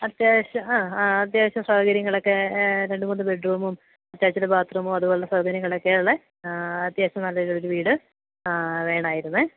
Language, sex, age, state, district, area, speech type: Malayalam, female, 30-45, Kerala, Idukki, rural, conversation